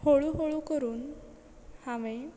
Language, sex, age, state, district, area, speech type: Goan Konkani, female, 18-30, Goa, Quepem, rural, spontaneous